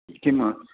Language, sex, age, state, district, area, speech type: Sanskrit, male, 60+, Karnataka, Dakshina Kannada, rural, conversation